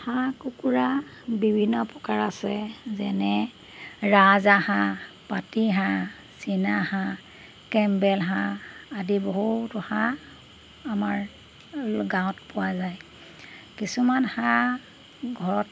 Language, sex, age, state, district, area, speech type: Assamese, female, 45-60, Assam, Golaghat, rural, spontaneous